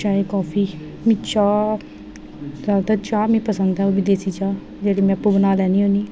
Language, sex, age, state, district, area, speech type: Dogri, female, 18-30, Jammu and Kashmir, Jammu, rural, spontaneous